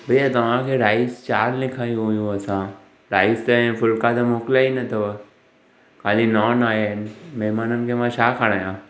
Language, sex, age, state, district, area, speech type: Sindhi, male, 18-30, Maharashtra, Thane, urban, spontaneous